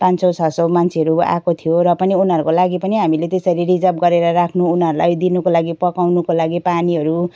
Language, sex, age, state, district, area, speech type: Nepali, female, 45-60, West Bengal, Jalpaiguri, urban, spontaneous